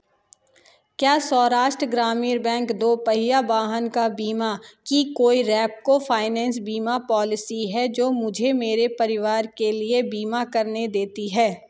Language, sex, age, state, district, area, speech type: Hindi, female, 30-45, Madhya Pradesh, Katni, urban, read